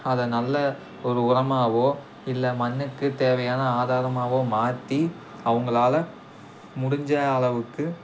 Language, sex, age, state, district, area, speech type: Tamil, male, 18-30, Tamil Nadu, Tiruppur, rural, spontaneous